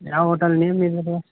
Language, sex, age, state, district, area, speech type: Kannada, male, 18-30, Karnataka, Gadag, urban, conversation